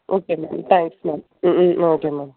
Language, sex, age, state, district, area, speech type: Tamil, female, 30-45, Tamil Nadu, Theni, rural, conversation